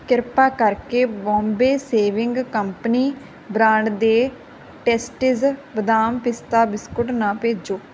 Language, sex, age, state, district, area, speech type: Punjabi, female, 30-45, Punjab, Barnala, rural, read